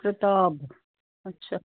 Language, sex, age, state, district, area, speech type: Punjabi, female, 60+, Punjab, Fazilka, rural, conversation